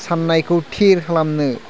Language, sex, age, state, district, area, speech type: Bodo, male, 18-30, Assam, Udalguri, rural, spontaneous